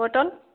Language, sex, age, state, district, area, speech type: Bengali, female, 30-45, West Bengal, Jhargram, rural, conversation